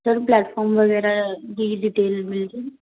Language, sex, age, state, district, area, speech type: Punjabi, female, 30-45, Punjab, Ludhiana, rural, conversation